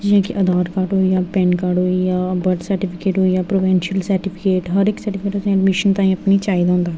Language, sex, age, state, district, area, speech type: Dogri, female, 18-30, Jammu and Kashmir, Jammu, rural, spontaneous